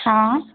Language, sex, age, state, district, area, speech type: Hindi, female, 30-45, Bihar, Muzaffarpur, rural, conversation